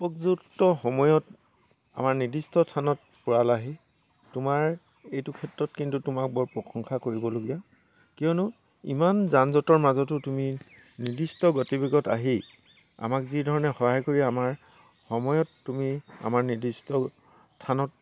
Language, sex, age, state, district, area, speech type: Assamese, male, 60+, Assam, Tinsukia, rural, spontaneous